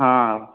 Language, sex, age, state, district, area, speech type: Kannada, male, 18-30, Karnataka, Gulbarga, urban, conversation